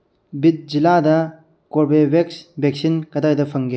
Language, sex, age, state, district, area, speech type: Manipuri, male, 18-30, Manipur, Bishnupur, rural, read